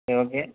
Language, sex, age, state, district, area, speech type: Tamil, male, 18-30, Tamil Nadu, Ariyalur, rural, conversation